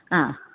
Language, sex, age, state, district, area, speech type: Malayalam, female, 45-60, Kerala, Alappuzha, rural, conversation